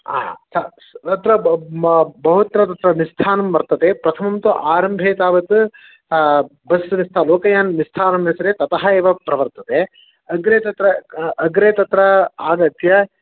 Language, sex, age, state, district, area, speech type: Sanskrit, male, 45-60, Karnataka, Shimoga, rural, conversation